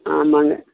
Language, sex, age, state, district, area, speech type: Tamil, male, 45-60, Tamil Nadu, Coimbatore, rural, conversation